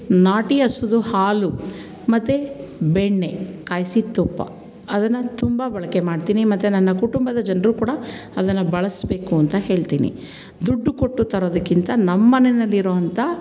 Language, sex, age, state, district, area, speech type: Kannada, female, 45-60, Karnataka, Mandya, rural, spontaneous